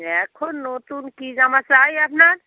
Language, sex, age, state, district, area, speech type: Bengali, female, 45-60, West Bengal, North 24 Parganas, rural, conversation